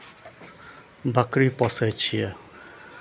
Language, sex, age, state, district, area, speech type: Maithili, male, 45-60, Bihar, Madhepura, rural, spontaneous